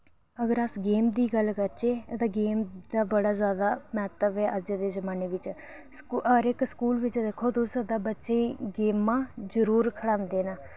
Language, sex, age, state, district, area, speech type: Dogri, female, 18-30, Jammu and Kashmir, Reasi, urban, spontaneous